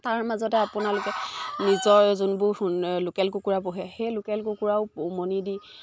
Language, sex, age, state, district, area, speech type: Assamese, female, 18-30, Assam, Sivasagar, rural, spontaneous